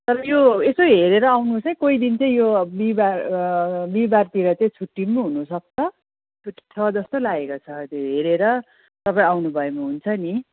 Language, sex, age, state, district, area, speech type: Nepali, female, 45-60, West Bengal, Jalpaiguri, urban, conversation